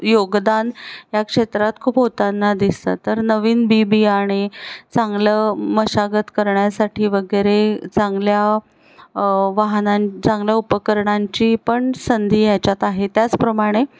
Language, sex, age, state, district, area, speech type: Marathi, female, 45-60, Maharashtra, Pune, urban, spontaneous